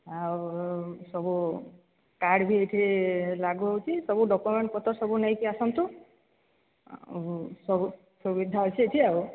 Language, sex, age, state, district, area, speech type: Odia, female, 30-45, Odisha, Sambalpur, rural, conversation